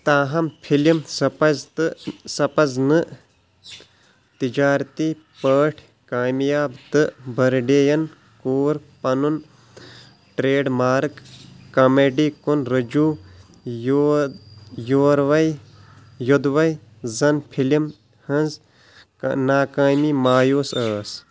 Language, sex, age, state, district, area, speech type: Kashmiri, male, 30-45, Jammu and Kashmir, Shopian, urban, read